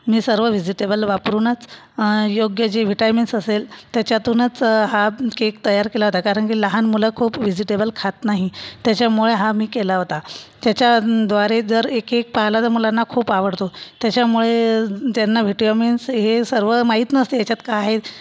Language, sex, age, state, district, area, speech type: Marathi, female, 45-60, Maharashtra, Buldhana, rural, spontaneous